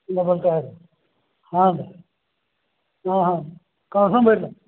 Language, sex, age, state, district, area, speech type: Kannada, male, 45-60, Karnataka, Belgaum, rural, conversation